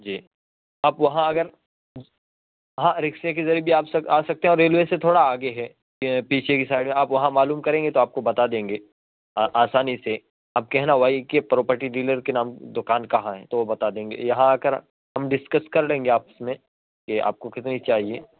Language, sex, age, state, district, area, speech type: Urdu, male, 18-30, Uttar Pradesh, Saharanpur, urban, conversation